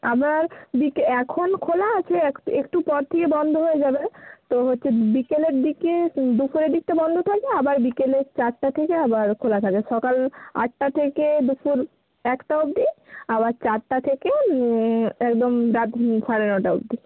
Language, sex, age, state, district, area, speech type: Bengali, female, 30-45, West Bengal, Bankura, urban, conversation